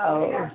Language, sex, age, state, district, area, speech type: Odia, male, 45-60, Odisha, Gajapati, rural, conversation